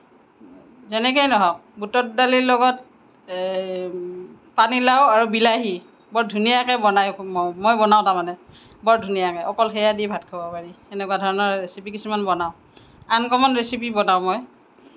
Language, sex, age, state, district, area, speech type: Assamese, female, 45-60, Assam, Kamrup Metropolitan, urban, spontaneous